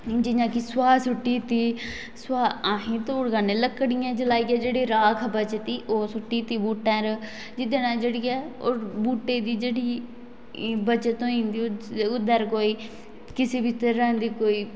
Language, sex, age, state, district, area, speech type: Dogri, female, 18-30, Jammu and Kashmir, Kathua, rural, spontaneous